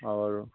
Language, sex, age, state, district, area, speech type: Hindi, male, 30-45, Bihar, Samastipur, urban, conversation